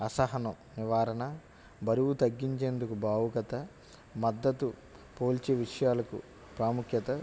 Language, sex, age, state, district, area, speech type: Telugu, male, 30-45, Andhra Pradesh, West Godavari, rural, spontaneous